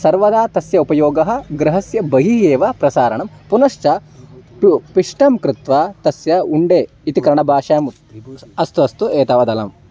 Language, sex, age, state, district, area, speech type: Sanskrit, male, 18-30, Karnataka, Chitradurga, rural, spontaneous